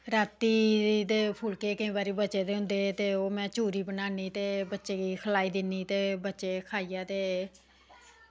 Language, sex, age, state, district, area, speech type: Dogri, female, 45-60, Jammu and Kashmir, Samba, rural, spontaneous